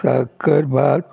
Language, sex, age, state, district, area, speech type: Goan Konkani, male, 60+, Goa, Murmgao, rural, spontaneous